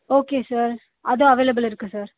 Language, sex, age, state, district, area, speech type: Tamil, female, 30-45, Tamil Nadu, Ariyalur, rural, conversation